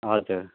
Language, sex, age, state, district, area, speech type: Nepali, male, 30-45, West Bengal, Darjeeling, rural, conversation